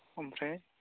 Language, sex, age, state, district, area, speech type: Bodo, male, 18-30, Assam, Baksa, rural, conversation